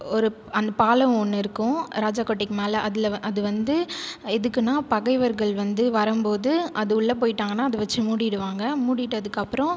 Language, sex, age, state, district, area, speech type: Tamil, female, 18-30, Tamil Nadu, Viluppuram, urban, spontaneous